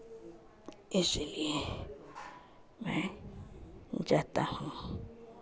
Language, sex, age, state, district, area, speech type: Hindi, female, 45-60, Uttar Pradesh, Chandauli, rural, spontaneous